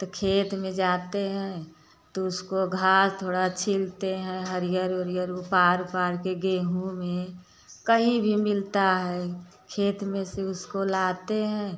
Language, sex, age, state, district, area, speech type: Hindi, female, 45-60, Uttar Pradesh, Prayagraj, urban, spontaneous